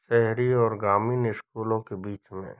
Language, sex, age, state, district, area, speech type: Hindi, male, 30-45, Rajasthan, Karauli, rural, spontaneous